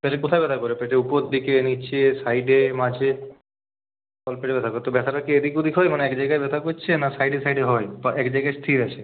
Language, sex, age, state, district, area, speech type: Bengali, male, 18-30, West Bengal, Purulia, urban, conversation